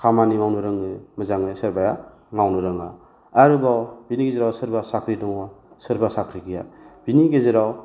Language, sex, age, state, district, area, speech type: Bodo, male, 45-60, Assam, Chirang, rural, spontaneous